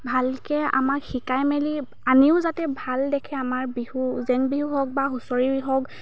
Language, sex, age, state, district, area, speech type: Assamese, female, 30-45, Assam, Charaideo, urban, spontaneous